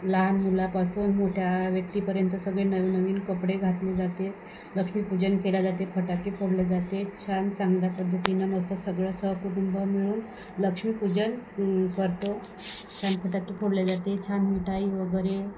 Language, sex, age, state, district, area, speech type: Marathi, female, 30-45, Maharashtra, Wardha, rural, spontaneous